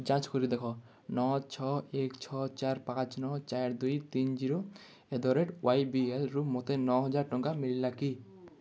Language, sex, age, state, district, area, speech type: Odia, male, 18-30, Odisha, Kalahandi, rural, read